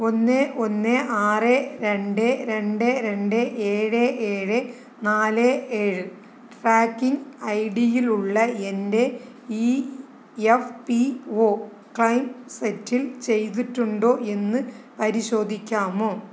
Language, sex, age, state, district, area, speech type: Malayalam, female, 45-60, Kerala, Palakkad, rural, read